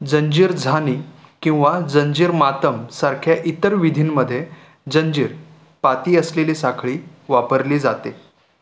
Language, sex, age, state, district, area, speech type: Marathi, male, 18-30, Maharashtra, Raigad, rural, read